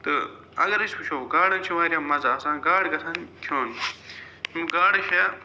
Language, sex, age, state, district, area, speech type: Kashmiri, male, 45-60, Jammu and Kashmir, Srinagar, urban, spontaneous